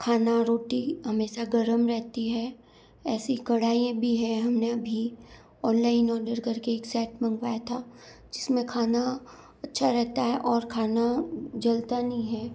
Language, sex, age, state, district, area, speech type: Hindi, female, 30-45, Rajasthan, Jodhpur, urban, spontaneous